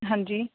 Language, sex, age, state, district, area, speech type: Punjabi, female, 18-30, Punjab, Bathinda, rural, conversation